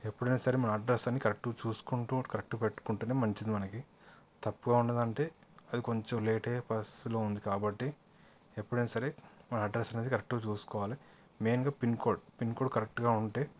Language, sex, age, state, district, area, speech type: Telugu, male, 30-45, Telangana, Yadadri Bhuvanagiri, urban, spontaneous